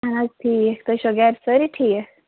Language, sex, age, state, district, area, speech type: Kashmiri, female, 30-45, Jammu and Kashmir, Kulgam, rural, conversation